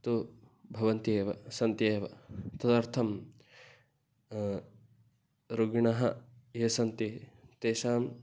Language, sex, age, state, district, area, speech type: Sanskrit, male, 18-30, Kerala, Kasaragod, rural, spontaneous